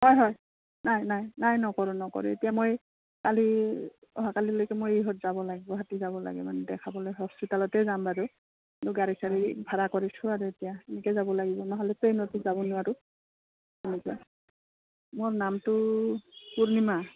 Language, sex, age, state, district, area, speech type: Assamese, female, 45-60, Assam, Udalguri, rural, conversation